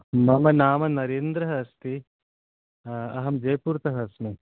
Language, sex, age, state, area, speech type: Sanskrit, male, 30-45, Rajasthan, rural, conversation